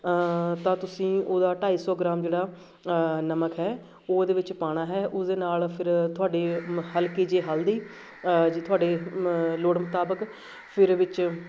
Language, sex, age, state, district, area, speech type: Punjabi, female, 30-45, Punjab, Shaheed Bhagat Singh Nagar, urban, spontaneous